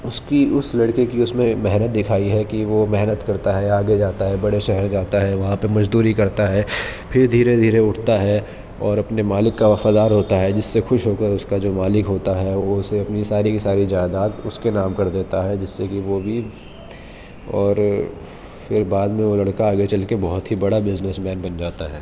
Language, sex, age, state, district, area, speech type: Urdu, male, 18-30, Delhi, East Delhi, urban, spontaneous